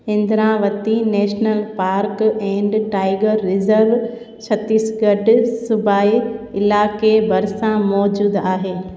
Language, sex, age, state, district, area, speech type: Sindhi, female, 30-45, Gujarat, Junagadh, urban, read